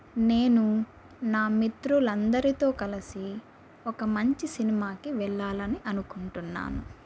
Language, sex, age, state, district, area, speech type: Telugu, female, 30-45, Andhra Pradesh, Chittoor, urban, spontaneous